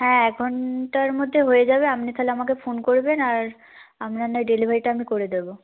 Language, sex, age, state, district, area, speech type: Bengali, female, 18-30, West Bengal, Nadia, rural, conversation